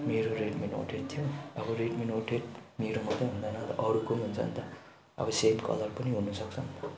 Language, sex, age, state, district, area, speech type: Nepali, male, 60+, West Bengal, Kalimpong, rural, spontaneous